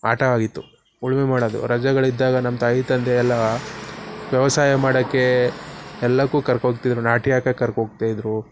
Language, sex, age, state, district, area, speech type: Kannada, male, 30-45, Karnataka, Mysore, rural, spontaneous